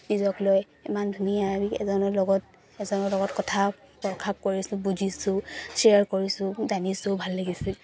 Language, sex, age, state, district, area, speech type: Assamese, female, 18-30, Assam, Charaideo, rural, spontaneous